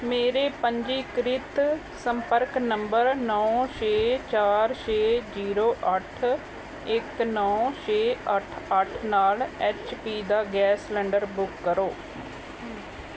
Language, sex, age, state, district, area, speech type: Punjabi, female, 45-60, Punjab, Gurdaspur, urban, read